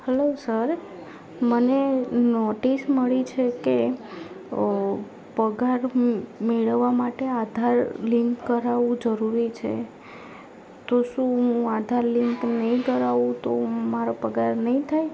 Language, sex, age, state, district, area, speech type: Gujarati, female, 18-30, Gujarat, Ahmedabad, urban, spontaneous